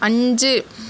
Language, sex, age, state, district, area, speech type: Tamil, female, 18-30, Tamil Nadu, Tirunelveli, rural, read